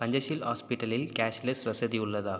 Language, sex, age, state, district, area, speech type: Tamil, male, 18-30, Tamil Nadu, Viluppuram, urban, read